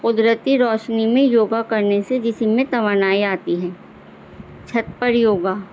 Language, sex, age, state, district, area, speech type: Urdu, female, 45-60, Delhi, North East Delhi, urban, spontaneous